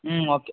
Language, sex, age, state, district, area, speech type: Tamil, male, 18-30, Tamil Nadu, Madurai, rural, conversation